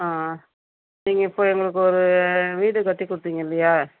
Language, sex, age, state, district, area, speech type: Tamil, female, 30-45, Tamil Nadu, Thanjavur, rural, conversation